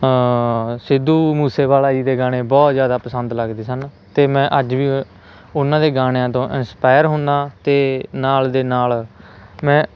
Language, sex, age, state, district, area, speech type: Punjabi, male, 18-30, Punjab, Mansa, urban, spontaneous